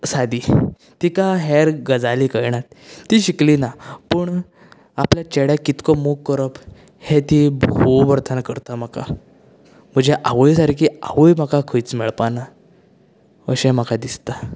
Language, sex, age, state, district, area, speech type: Goan Konkani, male, 18-30, Goa, Canacona, rural, spontaneous